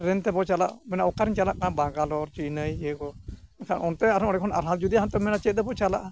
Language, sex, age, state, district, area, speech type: Santali, male, 60+, Odisha, Mayurbhanj, rural, spontaneous